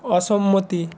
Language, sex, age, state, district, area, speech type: Bengali, male, 45-60, West Bengal, Nadia, rural, read